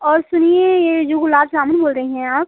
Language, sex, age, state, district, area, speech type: Hindi, female, 18-30, Uttar Pradesh, Prayagraj, rural, conversation